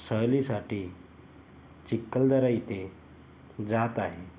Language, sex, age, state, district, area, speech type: Marathi, male, 18-30, Maharashtra, Yavatmal, rural, spontaneous